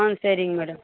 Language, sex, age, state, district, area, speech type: Tamil, female, 30-45, Tamil Nadu, Vellore, urban, conversation